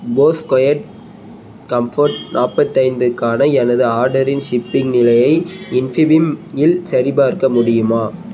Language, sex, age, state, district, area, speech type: Tamil, male, 18-30, Tamil Nadu, Perambalur, rural, read